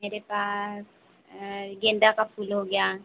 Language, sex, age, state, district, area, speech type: Hindi, female, 18-30, Madhya Pradesh, Harda, urban, conversation